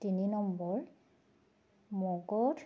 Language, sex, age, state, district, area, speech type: Assamese, female, 45-60, Assam, Charaideo, urban, spontaneous